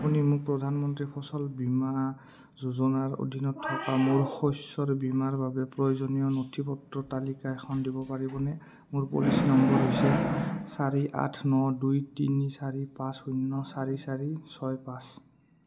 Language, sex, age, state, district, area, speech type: Assamese, male, 18-30, Assam, Udalguri, rural, read